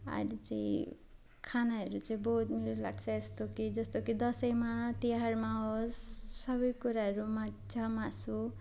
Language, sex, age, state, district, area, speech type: Nepali, female, 18-30, West Bengal, Darjeeling, rural, spontaneous